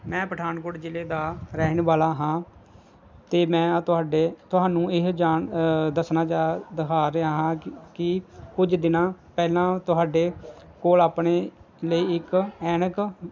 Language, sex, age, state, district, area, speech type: Punjabi, male, 30-45, Punjab, Pathankot, rural, spontaneous